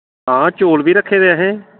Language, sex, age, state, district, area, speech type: Dogri, male, 30-45, Jammu and Kashmir, Samba, urban, conversation